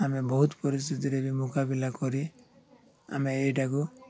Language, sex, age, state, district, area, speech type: Odia, male, 45-60, Odisha, Koraput, urban, spontaneous